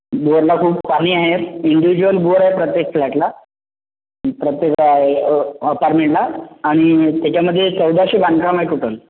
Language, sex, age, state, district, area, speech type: Marathi, male, 30-45, Maharashtra, Buldhana, urban, conversation